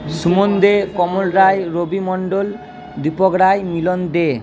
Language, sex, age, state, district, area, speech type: Bengali, male, 30-45, West Bengal, Purba Bardhaman, urban, spontaneous